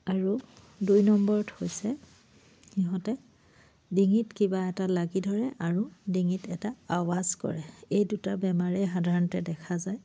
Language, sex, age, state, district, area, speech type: Assamese, female, 30-45, Assam, Charaideo, rural, spontaneous